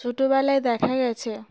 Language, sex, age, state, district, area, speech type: Bengali, female, 18-30, West Bengal, Birbhum, urban, spontaneous